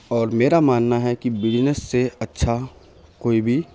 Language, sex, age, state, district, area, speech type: Urdu, male, 30-45, Bihar, Khagaria, rural, spontaneous